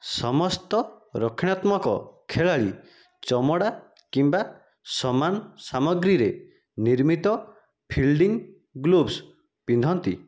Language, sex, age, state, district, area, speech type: Odia, male, 30-45, Odisha, Nayagarh, rural, read